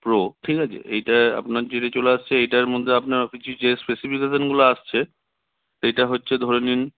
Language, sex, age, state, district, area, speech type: Bengali, male, 18-30, West Bengal, Purulia, urban, conversation